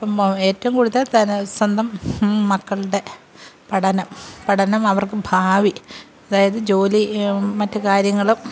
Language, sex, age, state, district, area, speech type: Malayalam, female, 45-60, Kerala, Kollam, rural, spontaneous